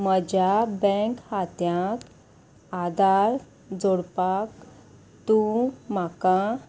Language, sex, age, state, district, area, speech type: Goan Konkani, female, 30-45, Goa, Murmgao, rural, read